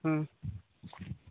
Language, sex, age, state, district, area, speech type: Odia, male, 45-60, Odisha, Nabarangpur, rural, conversation